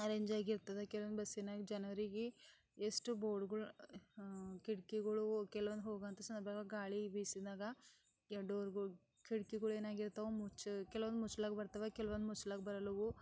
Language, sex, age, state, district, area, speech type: Kannada, female, 18-30, Karnataka, Bidar, rural, spontaneous